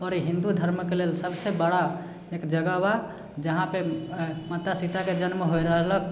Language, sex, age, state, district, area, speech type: Maithili, male, 18-30, Bihar, Sitamarhi, urban, spontaneous